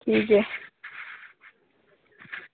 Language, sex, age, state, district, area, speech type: Dogri, male, 45-60, Jammu and Kashmir, Udhampur, urban, conversation